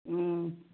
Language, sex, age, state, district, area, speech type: Assamese, female, 45-60, Assam, Udalguri, rural, conversation